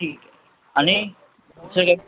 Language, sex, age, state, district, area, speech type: Marathi, male, 45-60, Maharashtra, Thane, rural, conversation